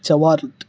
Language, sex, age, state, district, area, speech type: Tamil, male, 30-45, Tamil Nadu, Tiruvannamalai, rural, spontaneous